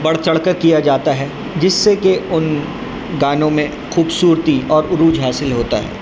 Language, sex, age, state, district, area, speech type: Urdu, male, 18-30, Delhi, North East Delhi, urban, spontaneous